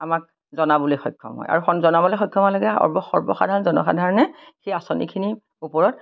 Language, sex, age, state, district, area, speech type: Assamese, female, 60+, Assam, Majuli, urban, spontaneous